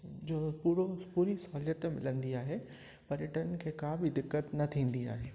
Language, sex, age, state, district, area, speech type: Sindhi, male, 45-60, Rajasthan, Ajmer, rural, spontaneous